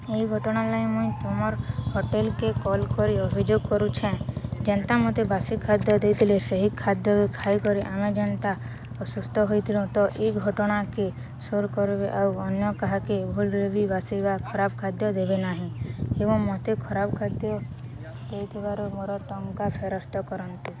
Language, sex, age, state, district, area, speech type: Odia, female, 18-30, Odisha, Balangir, urban, spontaneous